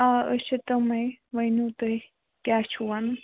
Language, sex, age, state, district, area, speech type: Kashmiri, female, 30-45, Jammu and Kashmir, Baramulla, rural, conversation